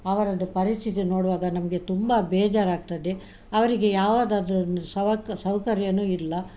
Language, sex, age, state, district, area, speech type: Kannada, female, 60+, Karnataka, Udupi, urban, spontaneous